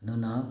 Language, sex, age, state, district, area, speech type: Manipuri, male, 45-60, Manipur, Bishnupur, rural, spontaneous